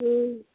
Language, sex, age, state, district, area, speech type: Hindi, female, 30-45, Uttar Pradesh, Mau, rural, conversation